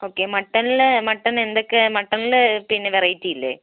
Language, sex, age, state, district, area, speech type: Malayalam, female, 18-30, Kerala, Wayanad, rural, conversation